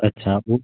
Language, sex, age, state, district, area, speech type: Sindhi, male, 30-45, Gujarat, Kutch, rural, conversation